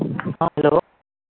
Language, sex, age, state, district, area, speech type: Hindi, male, 30-45, Bihar, Madhepura, rural, conversation